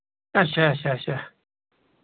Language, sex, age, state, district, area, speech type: Kashmiri, male, 45-60, Jammu and Kashmir, Ganderbal, rural, conversation